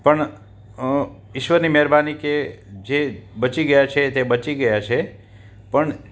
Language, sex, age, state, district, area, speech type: Gujarati, male, 60+, Gujarat, Rajkot, urban, spontaneous